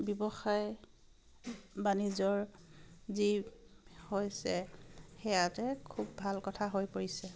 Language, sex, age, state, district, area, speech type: Assamese, female, 45-60, Assam, Dibrugarh, rural, spontaneous